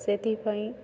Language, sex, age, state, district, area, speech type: Odia, female, 18-30, Odisha, Balangir, urban, spontaneous